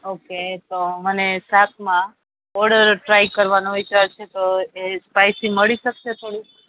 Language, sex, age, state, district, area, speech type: Gujarati, female, 30-45, Gujarat, Rajkot, urban, conversation